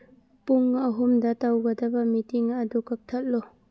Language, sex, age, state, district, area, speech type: Manipuri, female, 30-45, Manipur, Churachandpur, urban, read